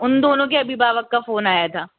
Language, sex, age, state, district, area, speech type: Hindi, female, 60+, Rajasthan, Jaipur, urban, conversation